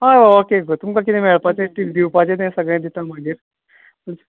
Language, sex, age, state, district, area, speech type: Goan Konkani, male, 45-60, Goa, Ponda, rural, conversation